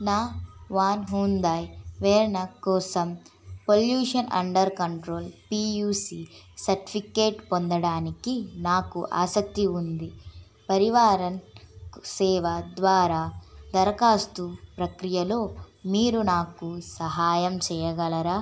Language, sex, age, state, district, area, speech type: Telugu, female, 18-30, Andhra Pradesh, N T Rama Rao, urban, read